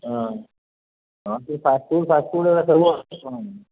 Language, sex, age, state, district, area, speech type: Odia, male, 60+, Odisha, Gajapati, rural, conversation